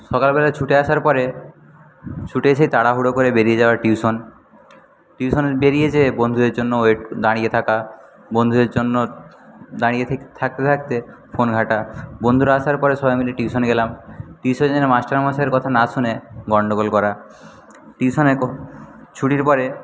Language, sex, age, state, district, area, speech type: Bengali, male, 60+, West Bengal, Paschim Medinipur, rural, spontaneous